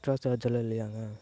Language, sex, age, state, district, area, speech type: Tamil, male, 18-30, Tamil Nadu, Namakkal, rural, spontaneous